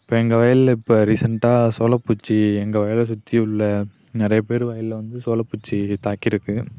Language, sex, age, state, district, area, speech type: Tamil, male, 18-30, Tamil Nadu, Nagapattinam, rural, spontaneous